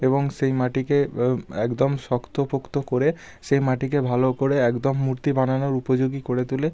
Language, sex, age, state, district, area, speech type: Bengali, male, 45-60, West Bengal, Bankura, urban, spontaneous